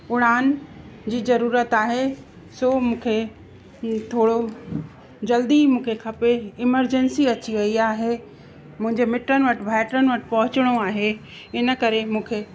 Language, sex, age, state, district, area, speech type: Sindhi, female, 45-60, Uttar Pradesh, Lucknow, urban, spontaneous